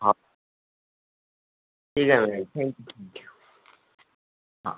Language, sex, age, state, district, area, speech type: Marathi, male, 18-30, Maharashtra, Akola, rural, conversation